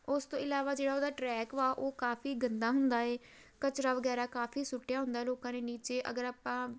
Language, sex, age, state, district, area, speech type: Punjabi, female, 18-30, Punjab, Tarn Taran, rural, spontaneous